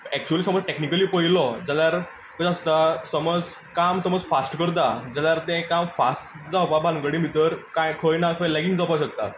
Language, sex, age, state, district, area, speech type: Goan Konkani, male, 18-30, Goa, Quepem, rural, spontaneous